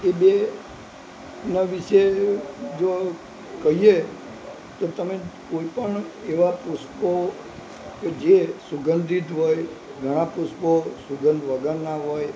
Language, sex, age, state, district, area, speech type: Gujarati, male, 60+, Gujarat, Narmada, urban, spontaneous